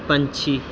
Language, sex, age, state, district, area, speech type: Punjabi, male, 30-45, Punjab, Bathinda, rural, read